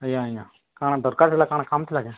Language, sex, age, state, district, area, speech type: Odia, male, 45-60, Odisha, Nuapada, urban, conversation